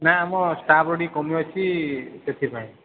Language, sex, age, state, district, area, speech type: Odia, male, 18-30, Odisha, Sambalpur, rural, conversation